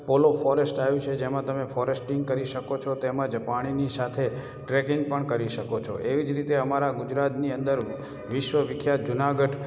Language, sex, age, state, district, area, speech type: Gujarati, male, 30-45, Gujarat, Morbi, rural, spontaneous